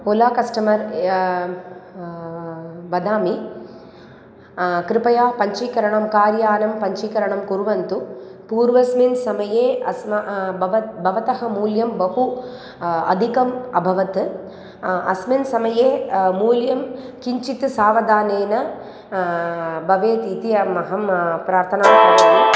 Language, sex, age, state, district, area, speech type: Sanskrit, female, 30-45, Tamil Nadu, Chennai, urban, spontaneous